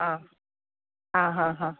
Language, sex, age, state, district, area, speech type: Goan Konkani, female, 45-60, Goa, Ponda, rural, conversation